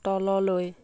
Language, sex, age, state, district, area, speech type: Assamese, female, 18-30, Assam, Lakhimpur, rural, read